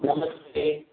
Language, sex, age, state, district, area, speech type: Sanskrit, male, 30-45, Telangana, Hyderabad, urban, conversation